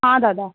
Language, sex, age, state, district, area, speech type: Sindhi, female, 18-30, Rajasthan, Ajmer, urban, conversation